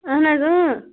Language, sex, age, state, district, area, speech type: Kashmiri, female, 30-45, Jammu and Kashmir, Baramulla, rural, conversation